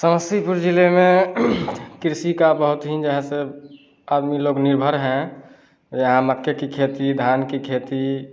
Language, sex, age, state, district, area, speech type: Hindi, male, 30-45, Bihar, Samastipur, rural, spontaneous